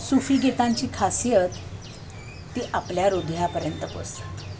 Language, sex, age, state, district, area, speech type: Marathi, female, 60+, Maharashtra, Thane, urban, spontaneous